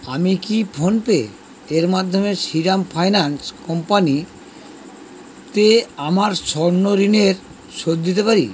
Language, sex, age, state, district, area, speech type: Bengali, male, 45-60, West Bengal, North 24 Parganas, urban, read